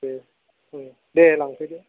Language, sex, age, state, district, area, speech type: Bodo, male, 18-30, Assam, Kokrajhar, rural, conversation